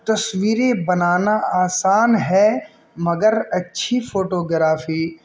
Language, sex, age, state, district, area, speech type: Urdu, male, 18-30, Uttar Pradesh, Balrampur, rural, spontaneous